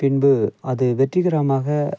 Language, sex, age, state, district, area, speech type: Tamil, male, 30-45, Tamil Nadu, Thanjavur, rural, spontaneous